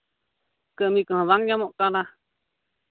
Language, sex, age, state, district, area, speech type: Santali, male, 18-30, Jharkhand, Pakur, rural, conversation